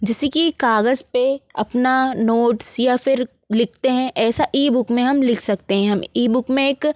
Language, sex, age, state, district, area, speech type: Hindi, female, 60+, Madhya Pradesh, Bhopal, urban, spontaneous